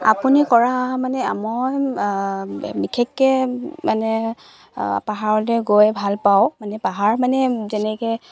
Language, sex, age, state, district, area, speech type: Assamese, female, 18-30, Assam, Charaideo, rural, spontaneous